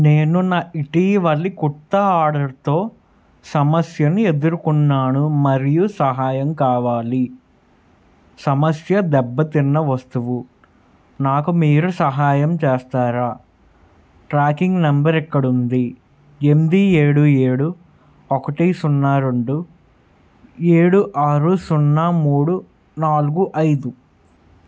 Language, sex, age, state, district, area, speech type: Telugu, male, 30-45, Telangana, Peddapalli, rural, read